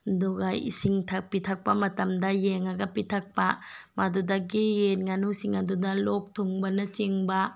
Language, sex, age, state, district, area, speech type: Manipuri, female, 18-30, Manipur, Tengnoupal, rural, spontaneous